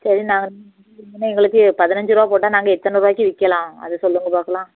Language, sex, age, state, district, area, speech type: Tamil, female, 45-60, Tamil Nadu, Thoothukudi, rural, conversation